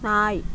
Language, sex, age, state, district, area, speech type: Tamil, female, 45-60, Tamil Nadu, Viluppuram, rural, read